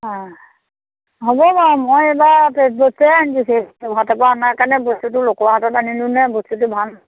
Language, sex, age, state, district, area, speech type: Assamese, female, 45-60, Assam, Majuli, urban, conversation